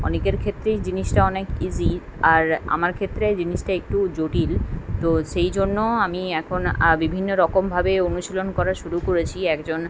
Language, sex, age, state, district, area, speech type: Bengali, female, 30-45, West Bengal, Kolkata, urban, spontaneous